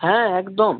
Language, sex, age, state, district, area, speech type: Bengali, male, 18-30, West Bengal, North 24 Parganas, rural, conversation